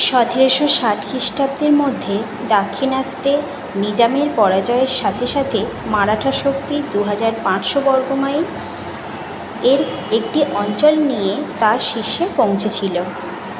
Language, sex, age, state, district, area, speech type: Bengali, female, 18-30, West Bengal, Kolkata, urban, read